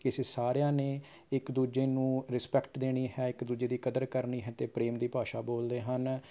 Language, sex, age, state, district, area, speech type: Punjabi, male, 30-45, Punjab, Rupnagar, urban, spontaneous